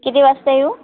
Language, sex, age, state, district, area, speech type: Marathi, female, 18-30, Maharashtra, Wardha, rural, conversation